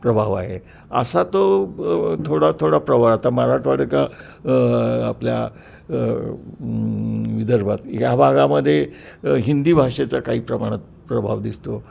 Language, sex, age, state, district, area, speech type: Marathi, male, 60+, Maharashtra, Kolhapur, urban, spontaneous